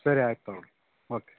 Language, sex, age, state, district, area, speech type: Kannada, male, 45-60, Karnataka, Davanagere, urban, conversation